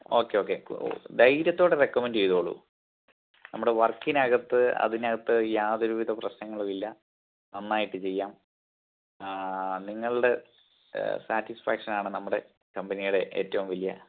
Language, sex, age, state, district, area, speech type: Malayalam, male, 30-45, Kerala, Pathanamthitta, rural, conversation